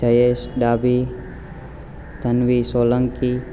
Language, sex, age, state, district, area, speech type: Gujarati, male, 18-30, Gujarat, Ahmedabad, urban, spontaneous